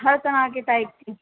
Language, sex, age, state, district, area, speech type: Urdu, female, 30-45, Uttar Pradesh, Rampur, urban, conversation